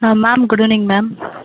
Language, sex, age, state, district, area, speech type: Tamil, female, 18-30, Tamil Nadu, Cuddalore, urban, conversation